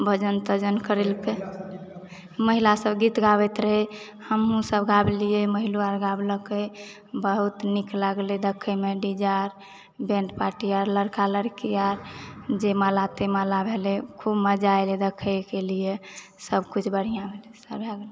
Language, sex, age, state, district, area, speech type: Maithili, female, 45-60, Bihar, Supaul, rural, spontaneous